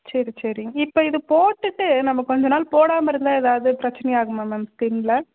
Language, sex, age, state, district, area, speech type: Tamil, female, 30-45, Tamil Nadu, Madurai, urban, conversation